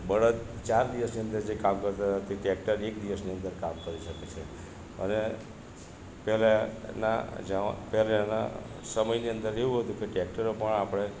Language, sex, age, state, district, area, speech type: Gujarati, male, 60+, Gujarat, Narmada, rural, spontaneous